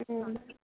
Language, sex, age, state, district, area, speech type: Assamese, female, 18-30, Assam, Dibrugarh, rural, conversation